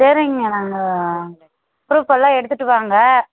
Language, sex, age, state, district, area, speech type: Tamil, female, 30-45, Tamil Nadu, Tirupattur, rural, conversation